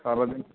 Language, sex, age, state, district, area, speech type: Bengali, male, 18-30, West Bengal, Jhargram, rural, conversation